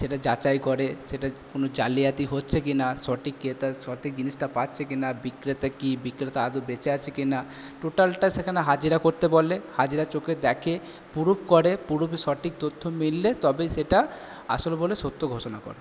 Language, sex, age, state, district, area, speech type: Bengali, male, 18-30, West Bengal, Purba Bardhaman, urban, spontaneous